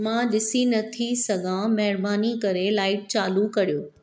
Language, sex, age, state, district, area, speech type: Sindhi, female, 45-60, Maharashtra, Thane, urban, read